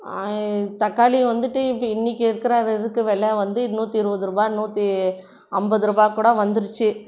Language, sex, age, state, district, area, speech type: Tamil, female, 60+, Tamil Nadu, Krishnagiri, rural, spontaneous